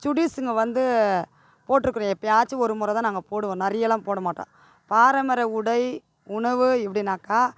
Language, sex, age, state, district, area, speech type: Tamil, female, 45-60, Tamil Nadu, Tiruvannamalai, rural, spontaneous